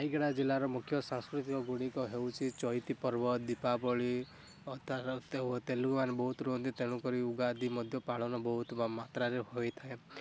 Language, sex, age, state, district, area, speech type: Odia, male, 18-30, Odisha, Rayagada, rural, spontaneous